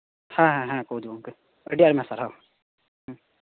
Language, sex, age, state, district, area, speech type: Santali, male, 18-30, West Bengal, Birbhum, rural, conversation